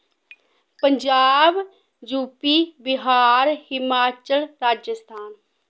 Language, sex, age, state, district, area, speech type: Dogri, female, 30-45, Jammu and Kashmir, Samba, urban, spontaneous